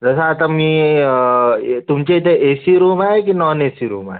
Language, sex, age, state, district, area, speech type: Marathi, male, 18-30, Maharashtra, Wardha, urban, conversation